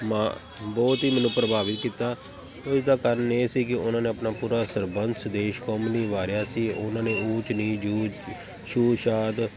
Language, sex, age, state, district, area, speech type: Punjabi, male, 30-45, Punjab, Tarn Taran, urban, spontaneous